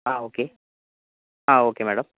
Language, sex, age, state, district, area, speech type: Malayalam, male, 45-60, Kerala, Kozhikode, urban, conversation